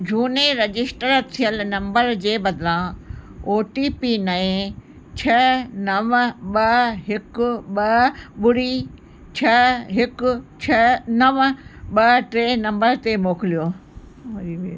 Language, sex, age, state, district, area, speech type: Sindhi, female, 60+, Uttar Pradesh, Lucknow, rural, read